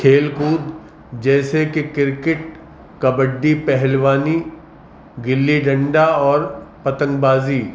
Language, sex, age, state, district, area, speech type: Urdu, male, 45-60, Uttar Pradesh, Gautam Buddha Nagar, urban, spontaneous